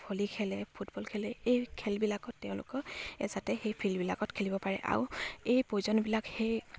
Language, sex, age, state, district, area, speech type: Assamese, female, 18-30, Assam, Charaideo, rural, spontaneous